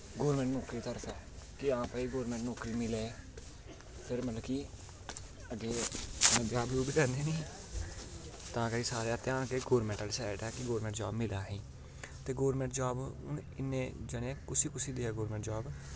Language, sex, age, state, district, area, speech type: Dogri, male, 18-30, Jammu and Kashmir, Samba, rural, spontaneous